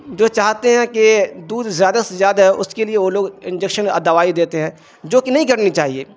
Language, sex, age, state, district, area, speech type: Urdu, male, 45-60, Bihar, Darbhanga, rural, spontaneous